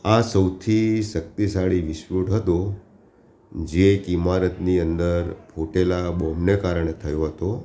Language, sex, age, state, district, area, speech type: Gujarati, male, 60+, Gujarat, Ahmedabad, urban, read